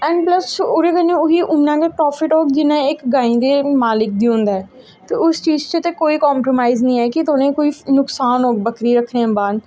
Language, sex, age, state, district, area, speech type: Dogri, female, 18-30, Jammu and Kashmir, Jammu, rural, spontaneous